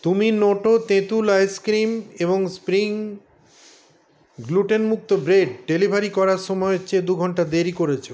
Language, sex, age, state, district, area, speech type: Bengali, male, 60+, West Bengal, Paschim Bardhaman, urban, read